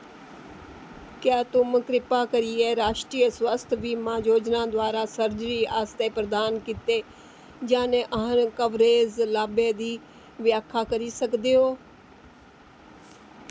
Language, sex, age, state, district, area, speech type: Dogri, female, 45-60, Jammu and Kashmir, Jammu, urban, read